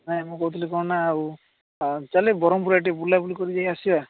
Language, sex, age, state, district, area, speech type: Odia, male, 18-30, Odisha, Ganjam, urban, conversation